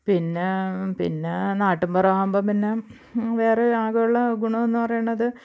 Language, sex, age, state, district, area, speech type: Malayalam, female, 45-60, Kerala, Thiruvananthapuram, rural, spontaneous